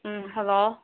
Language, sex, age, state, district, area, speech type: Manipuri, female, 30-45, Manipur, Senapati, urban, conversation